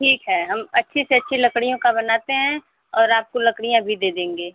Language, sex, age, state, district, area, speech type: Hindi, female, 18-30, Uttar Pradesh, Mau, urban, conversation